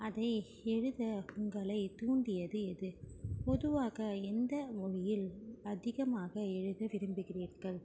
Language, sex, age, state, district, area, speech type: Tamil, female, 18-30, Tamil Nadu, Ranipet, urban, spontaneous